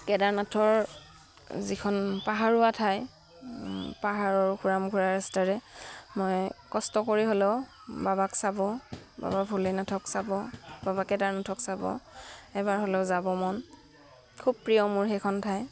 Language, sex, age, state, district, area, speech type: Assamese, female, 30-45, Assam, Udalguri, rural, spontaneous